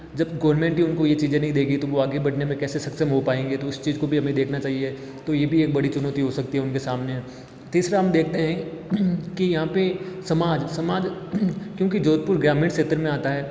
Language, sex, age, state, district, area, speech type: Hindi, male, 18-30, Rajasthan, Jodhpur, urban, spontaneous